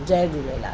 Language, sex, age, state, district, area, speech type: Sindhi, female, 45-60, Delhi, South Delhi, urban, spontaneous